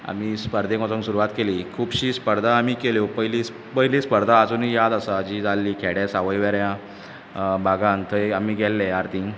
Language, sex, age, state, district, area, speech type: Goan Konkani, male, 30-45, Goa, Bardez, urban, spontaneous